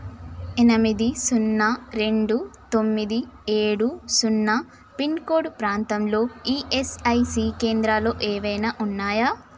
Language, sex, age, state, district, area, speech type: Telugu, female, 18-30, Telangana, Mahbubnagar, rural, read